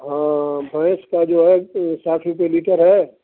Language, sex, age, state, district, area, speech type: Hindi, male, 60+, Uttar Pradesh, Ghazipur, rural, conversation